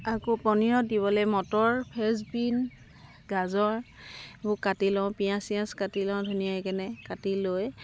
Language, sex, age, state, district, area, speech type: Assamese, female, 30-45, Assam, Sivasagar, rural, spontaneous